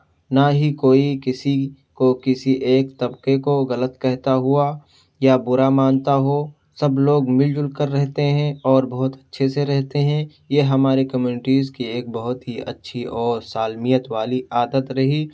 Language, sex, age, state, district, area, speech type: Urdu, male, 18-30, Uttar Pradesh, Siddharthnagar, rural, spontaneous